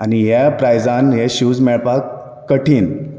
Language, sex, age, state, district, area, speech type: Goan Konkani, male, 18-30, Goa, Bardez, rural, spontaneous